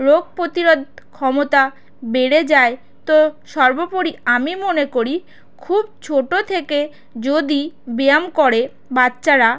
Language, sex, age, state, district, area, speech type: Bengali, female, 30-45, West Bengal, South 24 Parganas, rural, spontaneous